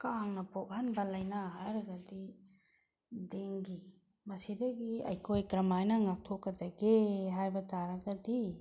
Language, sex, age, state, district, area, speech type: Manipuri, female, 60+, Manipur, Bishnupur, rural, spontaneous